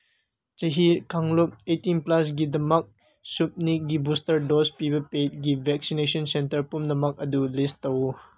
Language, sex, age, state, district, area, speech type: Manipuri, male, 18-30, Manipur, Senapati, urban, read